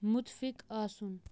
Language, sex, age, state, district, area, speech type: Kashmiri, male, 18-30, Jammu and Kashmir, Baramulla, rural, read